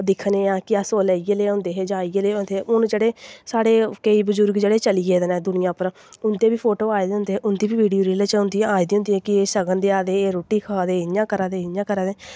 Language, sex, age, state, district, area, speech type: Dogri, female, 18-30, Jammu and Kashmir, Samba, rural, spontaneous